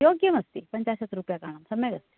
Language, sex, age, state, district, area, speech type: Sanskrit, female, 45-60, Karnataka, Uttara Kannada, urban, conversation